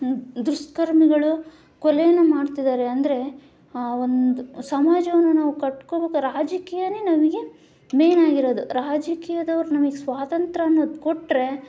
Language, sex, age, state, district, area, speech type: Kannada, female, 18-30, Karnataka, Chitradurga, urban, spontaneous